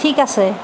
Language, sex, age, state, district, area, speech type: Assamese, female, 45-60, Assam, Nalbari, rural, read